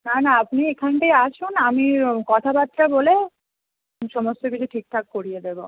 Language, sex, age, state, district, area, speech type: Bengali, female, 18-30, West Bengal, Howrah, urban, conversation